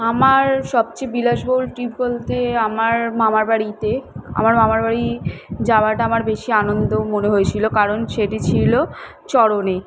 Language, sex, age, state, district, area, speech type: Bengali, female, 18-30, West Bengal, Kolkata, urban, spontaneous